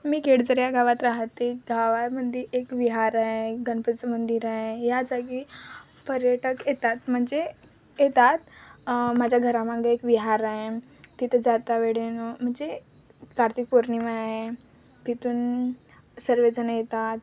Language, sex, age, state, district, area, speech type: Marathi, female, 18-30, Maharashtra, Wardha, rural, spontaneous